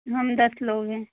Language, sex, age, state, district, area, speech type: Hindi, female, 45-60, Madhya Pradesh, Ujjain, urban, conversation